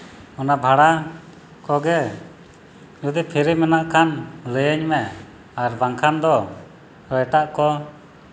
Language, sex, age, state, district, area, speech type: Santali, male, 30-45, Jharkhand, East Singhbhum, rural, spontaneous